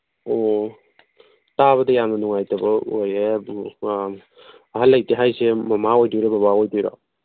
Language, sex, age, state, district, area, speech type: Manipuri, male, 30-45, Manipur, Kangpokpi, urban, conversation